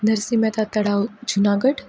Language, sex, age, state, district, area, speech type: Gujarati, female, 18-30, Gujarat, Rajkot, urban, spontaneous